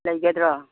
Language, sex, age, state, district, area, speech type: Manipuri, female, 60+, Manipur, Churachandpur, urban, conversation